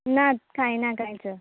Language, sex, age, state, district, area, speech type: Goan Konkani, female, 18-30, Goa, Canacona, rural, conversation